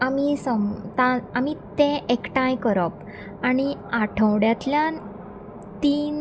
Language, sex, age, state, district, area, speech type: Goan Konkani, female, 18-30, Goa, Salcete, rural, spontaneous